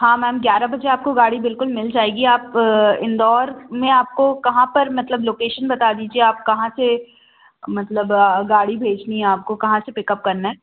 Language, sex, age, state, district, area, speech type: Hindi, female, 18-30, Madhya Pradesh, Jabalpur, urban, conversation